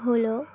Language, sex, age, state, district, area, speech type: Bengali, female, 18-30, West Bengal, Dakshin Dinajpur, urban, spontaneous